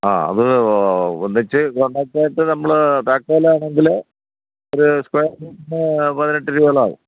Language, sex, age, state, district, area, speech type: Malayalam, male, 60+, Kerala, Thiruvananthapuram, urban, conversation